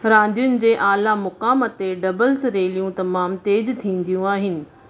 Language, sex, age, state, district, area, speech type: Sindhi, female, 30-45, Gujarat, Surat, urban, read